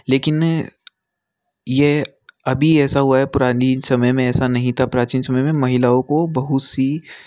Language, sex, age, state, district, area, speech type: Hindi, male, 60+, Rajasthan, Jaipur, urban, spontaneous